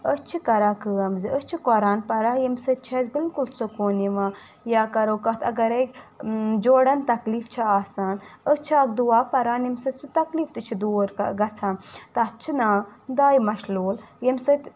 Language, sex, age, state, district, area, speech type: Kashmiri, female, 18-30, Jammu and Kashmir, Budgam, rural, spontaneous